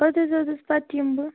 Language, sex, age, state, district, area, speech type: Kashmiri, female, 30-45, Jammu and Kashmir, Baramulla, rural, conversation